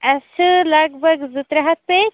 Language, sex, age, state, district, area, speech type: Kashmiri, female, 18-30, Jammu and Kashmir, Shopian, rural, conversation